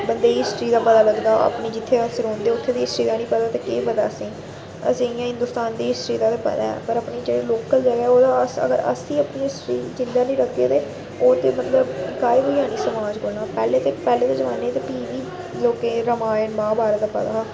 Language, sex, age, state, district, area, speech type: Dogri, female, 30-45, Jammu and Kashmir, Reasi, urban, spontaneous